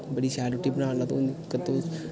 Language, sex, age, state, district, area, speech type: Dogri, male, 18-30, Jammu and Kashmir, Udhampur, rural, spontaneous